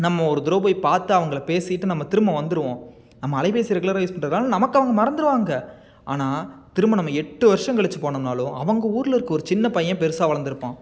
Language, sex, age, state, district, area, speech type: Tamil, male, 18-30, Tamil Nadu, Salem, rural, spontaneous